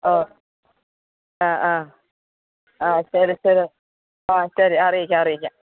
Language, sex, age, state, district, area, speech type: Malayalam, female, 45-60, Kerala, Thiruvananthapuram, urban, conversation